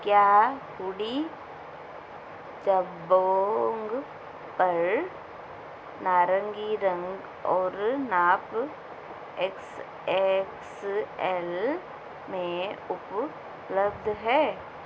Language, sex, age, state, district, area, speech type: Hindi, female, 30-45, Madhya Pradesh, Seoni, urban, read